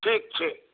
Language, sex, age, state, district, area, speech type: Maithili, male, 60+, Bihar, Darbhanga, rural, conversation